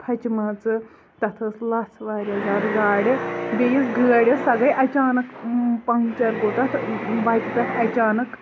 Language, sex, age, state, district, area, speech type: Kashmiri, female, 18-30, Jammu and Kashmir, Kulgam, rural, spontaneous